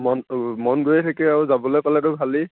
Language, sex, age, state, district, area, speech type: Assamese, male, 18-30, Assam, Lakhimpur, urban, conversation